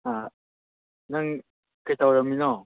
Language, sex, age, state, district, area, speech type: Manipuri, male, 18-30, Manipur, Chandel, rural, conversation